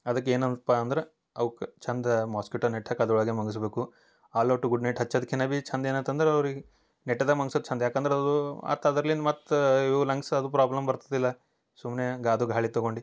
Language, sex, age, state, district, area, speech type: Kannada, male, 18-30, Karnataka, Bidar, urban, spontaneous